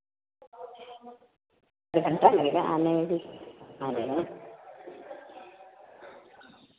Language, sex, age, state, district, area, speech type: Hindi, female, 30-45, Bihar, Vaishali, urban, conversation